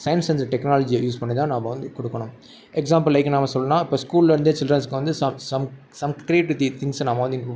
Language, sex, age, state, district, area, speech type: Tamil, male, 18-30, Tamil Nadu, Madurai, urban, spontaneous